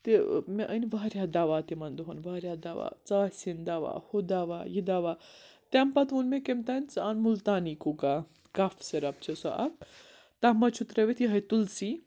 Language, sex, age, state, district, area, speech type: Kashmiri, female, 60+, Jammu and Kashmir, Srinagar, urban, spontaneous